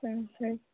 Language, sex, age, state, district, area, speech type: Kannada, female, 18-30, Karnataka, Chikkaballapur, rural, conversation